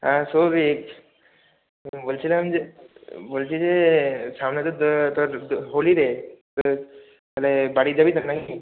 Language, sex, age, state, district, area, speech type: Bengali, male, 18-30, West Bengal, Hooghly, urban, conversation